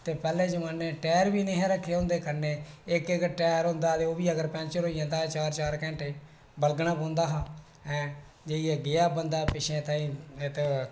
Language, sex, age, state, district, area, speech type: Dogri, male, 18-30, Jammu and Kashmir, Reasi, rural, spontaneous